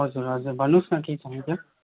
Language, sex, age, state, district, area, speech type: Nepali, male, 18-30, West Bengal, Darjeeling, rural, conversation